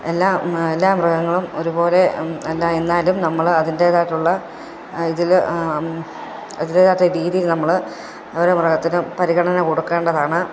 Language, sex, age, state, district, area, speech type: Malayalam, female, 30-45, Kerala, Pathanamthitta, rural, spontaneous